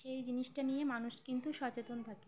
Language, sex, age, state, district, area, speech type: Bengali, female, 18-30, West Bengal, Uttar Dinajpur, urban, spontaneous